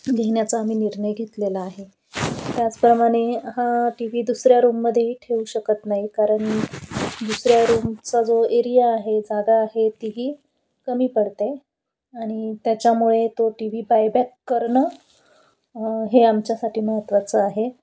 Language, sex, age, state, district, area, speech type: Marathi, female, 30-45, Maharashtra, Nashik, urban, spontaneous